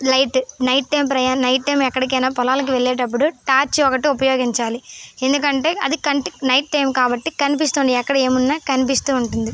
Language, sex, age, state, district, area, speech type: Telugu, female, 18-30, Andhra Pradesh, Vizianagaram, rural, spontaneous